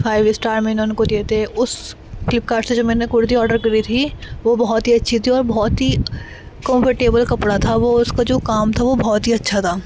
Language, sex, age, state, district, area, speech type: Urdu, female, 18-30, Delhi, North East Delhi, urban, spontaneous